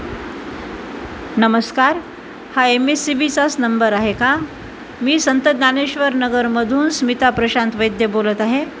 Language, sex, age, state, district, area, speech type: Marathi, female, 45-60, Maharashtra, Nanded, urban, spontaneous